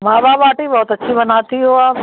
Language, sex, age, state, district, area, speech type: Hindi, female, 60+, Madhya Pradesh, Gwalior, rural, conversation